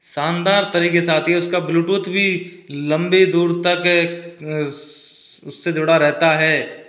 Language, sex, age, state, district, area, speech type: Hindi, male, 18-30, Rajasthan, Karauli, rural, spontaneous